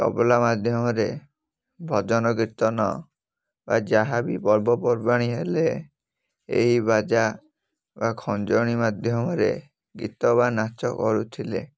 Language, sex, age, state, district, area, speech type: Odia, male, 18-30, Odisha, Kalahandi, rural, spontaneous